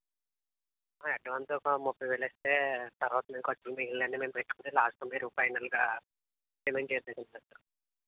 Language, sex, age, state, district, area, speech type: Telugu, male, 30-45, Andhra Pradesh, East Godavari, urban, conversation